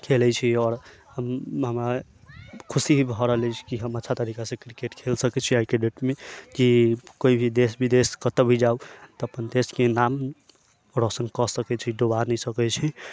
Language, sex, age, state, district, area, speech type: Maithili, male, 30-45, Bihar, Sitamarhi, rural, spontaneous